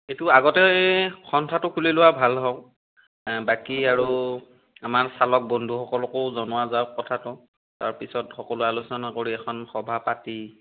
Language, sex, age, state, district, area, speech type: Assamese, male, 30-45, Assam, Sonitpur, rural, conversation